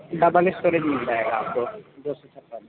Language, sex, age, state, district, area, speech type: Urdu, male, 18-30, Uttar Pradesh, Gautam Buddha Nagar, urban, conversation